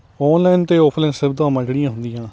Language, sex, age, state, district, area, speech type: Punjabi, male, 30-45, Punjab, Hoshiarpur, rural, spontaneous